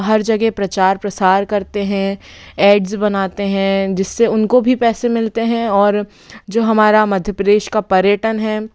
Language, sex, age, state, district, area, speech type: Hindi, female, 60+, Madhya Pradesh, Bhopal, urban, spontaneous